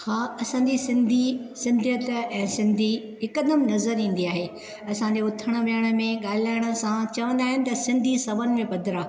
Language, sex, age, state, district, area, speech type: Sindhi, female, 60+, Maharashtra, Thane, urban, spontaneous